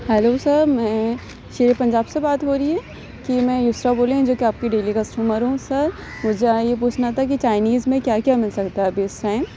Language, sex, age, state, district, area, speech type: Urdu, female, 18-30, Uttar Pradesh, Aligarh, urban, spontaneous